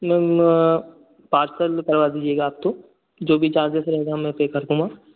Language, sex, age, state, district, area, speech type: Hindi, male, 18-30, Madhya Pradesh, Ujjain, rural, conversation